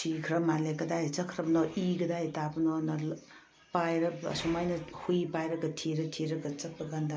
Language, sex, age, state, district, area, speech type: Manipuri, female, 60+, Manipur, Ukhrul, rural, spontaneous